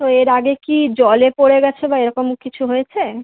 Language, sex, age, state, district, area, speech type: Bengali, female, 18-30, West Bengal, Kolkata, urban, conversation